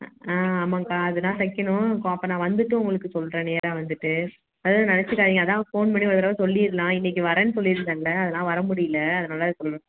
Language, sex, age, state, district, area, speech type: Tamil, female, 18-30, Tamil Nadu, Nagapattinam, rural, conversation